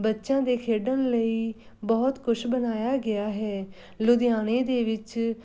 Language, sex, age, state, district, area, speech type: Punjabi, female, 30-45, Punjab, Muktsar, urban, spontaneous